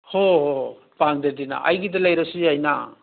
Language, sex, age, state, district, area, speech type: Manipuri, male, 60+, Manipur, Churachandpur, urban, conversation